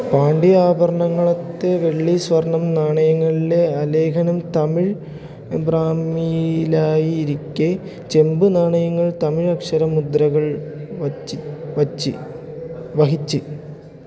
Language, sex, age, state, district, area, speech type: Malayalam, male, 18-30, Kerala, Idukki, rural, read